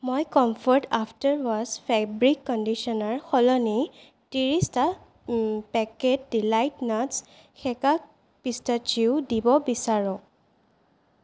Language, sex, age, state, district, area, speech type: Assamese, female, 18-30, Assam, Sonitpur, rural, read